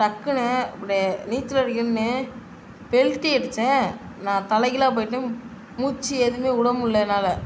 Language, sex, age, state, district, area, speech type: Tamil, male, 18-30, Tamil Nadu, Tiruchirappalli, rural, spontaneous